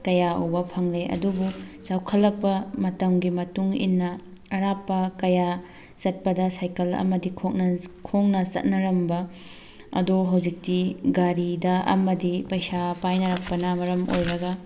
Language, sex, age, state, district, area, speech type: Manipuri, female, 18-30, Manipur, Thoubal, urban, spontaneous